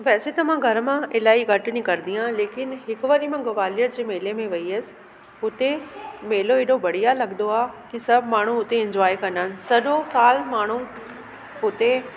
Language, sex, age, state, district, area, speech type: Sindhi, female, 30-45, Delhi, South Delhi, urban, spontaneous